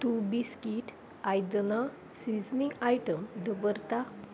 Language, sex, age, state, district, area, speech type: Goan Konkani, female, 18-30, Goa, Salcete, rural, read